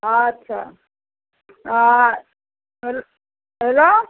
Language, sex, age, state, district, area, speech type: Maithili, female, 60+, Bihar, Araria, rural, conversation